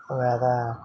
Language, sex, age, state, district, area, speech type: Tamil, male, 45-60, Tamil Nadu, Mayiladuthurai, urban, spontaneous